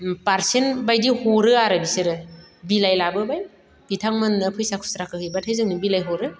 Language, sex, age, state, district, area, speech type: Bodo, female, 45-60, Assam, Baksa, rural, spontaneous